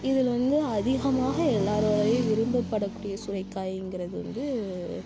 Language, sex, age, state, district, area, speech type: Tamil, female, 45-60, Tamil Nadu, Tiruvarur, rural, spontaneous